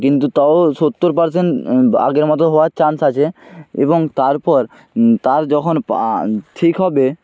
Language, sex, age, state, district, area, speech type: Bengali, male, 18-30, West Bengal, Jalpaiguri, rural, spontaneous